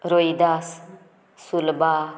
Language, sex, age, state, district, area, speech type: Goan Konkani, female, 45-60, Goa, Murmgao, rural, spontaneous